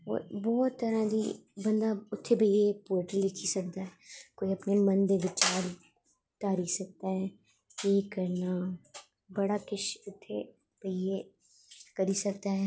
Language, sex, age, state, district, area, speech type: Dogri, female, 30-45, Jammu and Kashmir, Jammu, urban, spontaneous